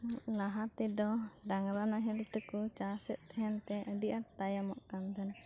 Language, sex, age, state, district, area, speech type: Santali, other, 18-30, West Bengal, Birbhum, rural, spontaneous